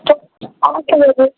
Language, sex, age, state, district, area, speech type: Urdu, female, 18-30, Bihar, Darbhanga, rural, conversation